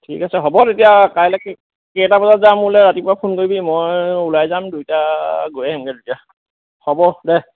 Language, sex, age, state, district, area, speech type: Assamese, male, 30-45, Assam, Lakhimpur, rural, conversation